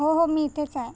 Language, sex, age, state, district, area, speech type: Marathi, female, 30-45, Maharashtra, Nagpur, urban, spontaneous